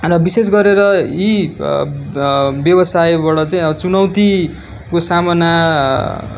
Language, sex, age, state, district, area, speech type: Nepali, male, 18-30, West Bengal, Darjeeling, rural, spontaneous